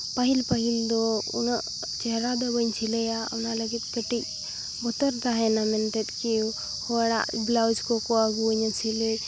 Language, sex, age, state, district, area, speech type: Santali, female, 18-30, Jharkhand, Seraikela Kharsawan, rural, spontaneous